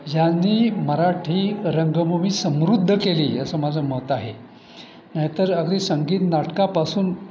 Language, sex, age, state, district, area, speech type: Marathi, male, 60+, Maharashtra, Pune, urban, spontaneous